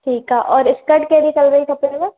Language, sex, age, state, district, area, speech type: Sindhi, female, 18-30, Madhya Pradesh, Katni, urban, conversation